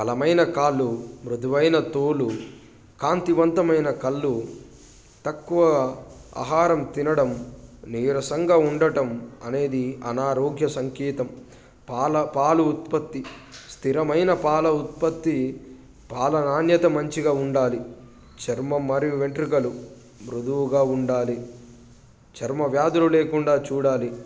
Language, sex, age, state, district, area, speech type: Telugu, male, 18-30, Telangana, Hanamkonda, urban, spontaneous